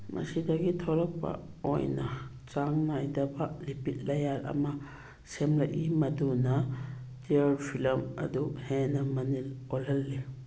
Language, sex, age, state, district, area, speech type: Manipuri, female, 60+, Manipur, Churachandpur, urban, read